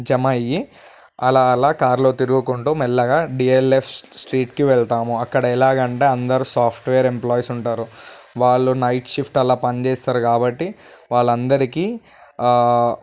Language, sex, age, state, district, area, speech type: Telugu, male, 18-30, Telangana, Vikarabad, urban, spontaneous